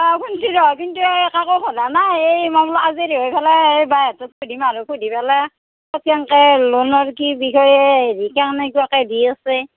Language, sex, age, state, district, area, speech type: Assamese, female, 45-60, Assam, Darrang, rural, conversation